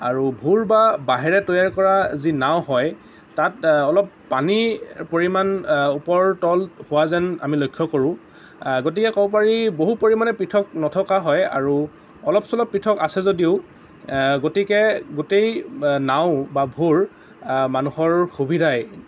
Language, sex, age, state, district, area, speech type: Assamese, male, 18-30, Assam, Lakhimpur, rural, spontaneous